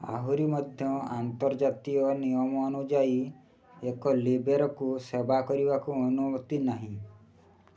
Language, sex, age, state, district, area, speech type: Odia, male, 30-45, Odisha, Mayurbhanj, rural, read